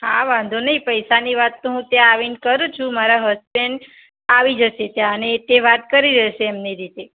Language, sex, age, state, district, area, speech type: Gujarati, female, 45-60, Gujarat, Mehsana, rural, conversation